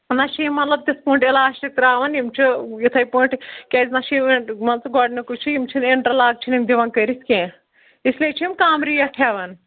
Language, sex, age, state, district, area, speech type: Kashmiri, female, 18-30, Jammu and Kashmir, Anantnag, rural, conversation